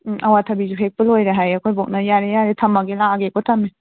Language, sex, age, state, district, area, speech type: Manipuri, female, 30-45, Manipur, Imphal West, urban, conversation